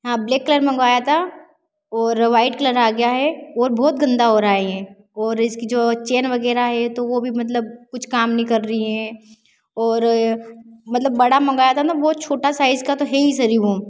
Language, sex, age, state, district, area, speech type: Hindi, female, 18-30, Madhya Pradesh, Ujjain, rural, spontaneous